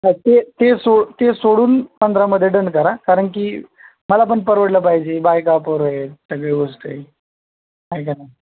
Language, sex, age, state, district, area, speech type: Marathi, male, 30-45, Maharashtra, Mumbai Suburban, urban, conversation